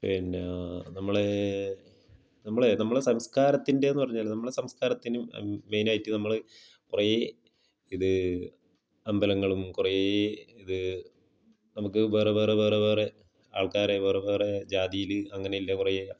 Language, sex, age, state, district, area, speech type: Malayalam, male, 30-45, Kerala, Kasaragod, rural, spontaneous